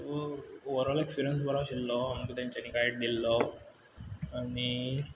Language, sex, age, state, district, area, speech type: Goan Konkani, male, 18-30, Goa, Quepem, urban, spontaneous